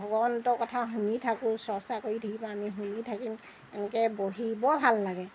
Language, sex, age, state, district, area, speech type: Assamese, female, 60+, Assam, Golaghat, urban, spontaneous